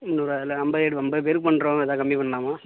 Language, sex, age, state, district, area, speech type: Tamil, male, 60+, Tamil Nadu, Mayiladuthurai, rural, conversation